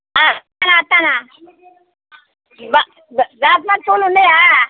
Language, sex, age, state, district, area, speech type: Telugu, female, 60+, Telangana, Jagtial, rural, conversation